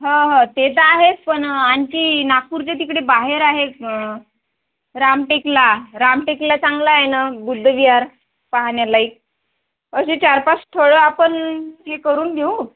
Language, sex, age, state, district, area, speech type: Marathi, female, 30-45, Maharashtra, Wardha, rural, conversation